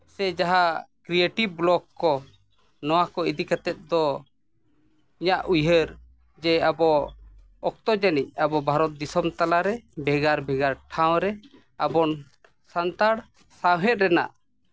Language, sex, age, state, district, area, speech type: Santali, male, 45-60, Jharkhand, East Singhbhum, rural, spontaneous